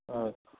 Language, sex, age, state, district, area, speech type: Manipuri, male, 30-45, Manipur, Tengnoupal, rural, conversation